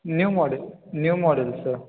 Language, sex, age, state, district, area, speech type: Marathi, male, 18-30, Maharashtra, Kolhapur, urban, conversation